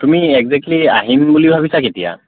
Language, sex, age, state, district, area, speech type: Assamese, male, 18-30, Assam, Lakhimpur, rural, conversation